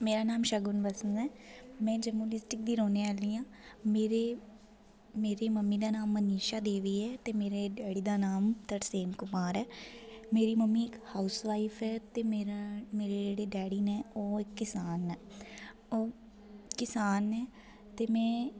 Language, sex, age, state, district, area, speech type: Dogri, female, 18-30, Jammu and Kashmir, Jammu, rural, spontaneous